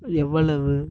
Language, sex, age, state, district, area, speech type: Tamil, male, 18-30, Tamil Nadu, Namakkal, rural, read